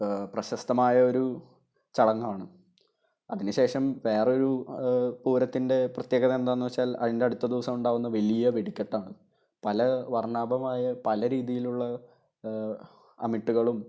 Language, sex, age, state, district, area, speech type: Malayalam, male, 18-30, Kerala, Thrissur, urban, spontaneous